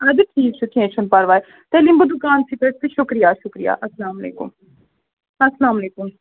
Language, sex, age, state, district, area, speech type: Kashmiri, female, 30-45, Jammu and Kashmir, Srinagar, urban, conversation